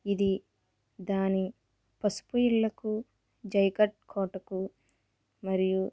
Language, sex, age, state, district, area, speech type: Telugu, female, 18-30, Andhra Pradesh, East Godavari, rural, spontaneous